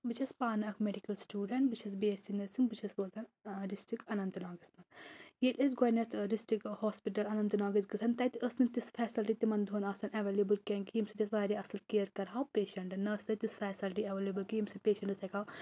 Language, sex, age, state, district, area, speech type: Kashmiri, female, 18-30, Jammu and Kashmir, Anantnag, rural, spontaneous